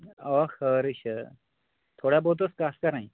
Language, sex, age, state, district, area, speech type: Kashmiri, male, 18-30, Jammu and Kashmir, Anantnag, rural, conversation